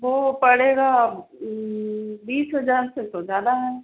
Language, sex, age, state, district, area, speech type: Hindi, female, 30-45, Madhya Pradesh, Seoni, urban, conversation